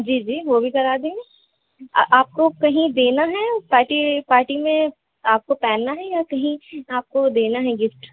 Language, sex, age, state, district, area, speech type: Urdu, female, 18-30, Uttar Pradesh, Rampur, urban, conversation